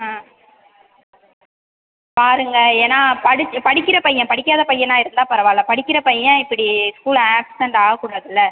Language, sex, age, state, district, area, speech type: Tamil, female, 18-30, Tamil Nadu, Pudukkottai, rural, conversation